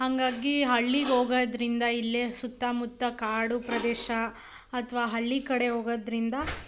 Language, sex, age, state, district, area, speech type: Kannada, female, 18-30, Karnataka, Tumkur, urban, spontaneous